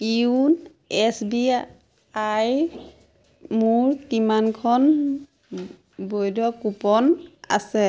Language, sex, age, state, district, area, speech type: Assamese, female, 30-45, Assam, Majuli, urban, read